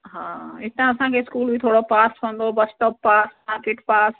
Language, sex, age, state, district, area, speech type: Sindhi, female, 45-60, Delhi, South Delhi, rural, conversation